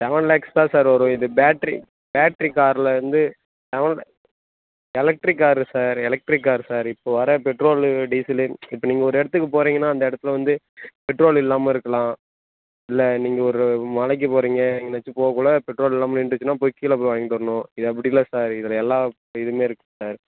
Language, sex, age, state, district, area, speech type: Tamil, male, 18-30, Tamil Nadu, Perambalur, rural, conversation